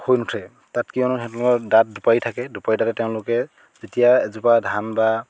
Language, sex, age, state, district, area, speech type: Assamese, male, 30-45, Assam, Dhemaji, rural, spontaneous